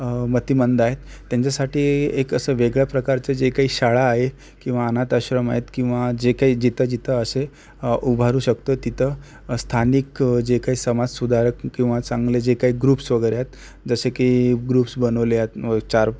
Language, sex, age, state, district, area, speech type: Marathi, male, 30-45, Maharashtra, Akola, rural, spontaneous